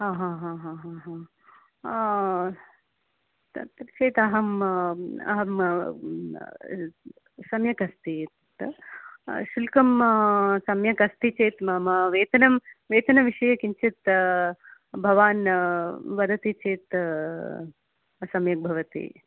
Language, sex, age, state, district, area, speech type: Sanskrit, female, 45-60, Telangana, Hyderabad, urban, conversation